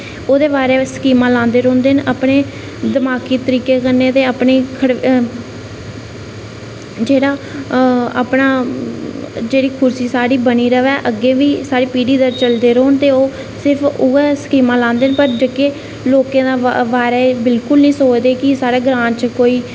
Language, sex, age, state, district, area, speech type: Dogri, female, 18-30, Jammu and Kashmir, Reasi, rural, spontaneous